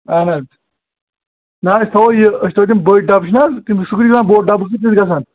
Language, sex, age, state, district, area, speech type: Kashmiri, male, 30-45, Jammu and Kashmir, Pulwama, urban, conversation